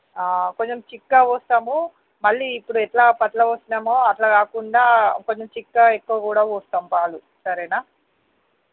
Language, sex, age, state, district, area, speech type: Telugu, female, 45-60, Andhra Pradesh, Srikakulam, urban, conversation